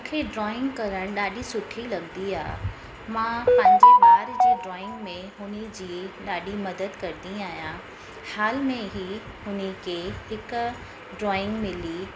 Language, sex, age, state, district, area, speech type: Sindhi, female, 30-45, Uttar Pradesh, Lucknow, rural, spontaneous